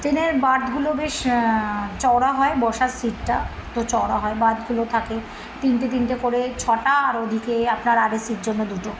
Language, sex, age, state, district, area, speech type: Bengali, female, 45-60, West Bengal, Birbhum, urban, spontaneous